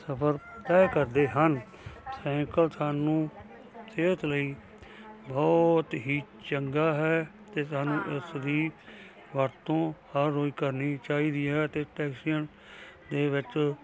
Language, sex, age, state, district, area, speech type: Punjabi, male, 60+, Punjab, Muktsar, urban, spontaneous